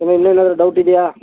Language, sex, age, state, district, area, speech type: Kannada, male, 30-45, Karnataka, Mysore, rural, conversation